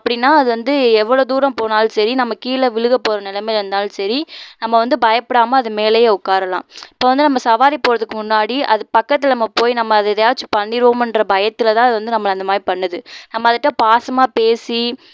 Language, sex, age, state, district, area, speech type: Tamil, female, 18-30, Tamil Nadu, Madurai, urban, spontaneous